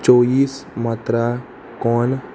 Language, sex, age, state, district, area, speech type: Goan Konkani, male, 18-30, Goa, Salcete, urban, read